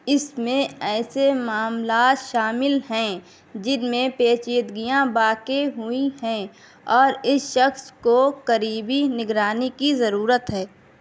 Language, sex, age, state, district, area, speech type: Urdu, female, 18-30, Uttar Pradesh, Shahjahanpur, urban, read